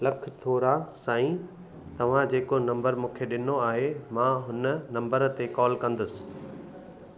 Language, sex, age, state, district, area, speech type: Sindhi, male, 30-45, Gujarat, Kutch, urban, read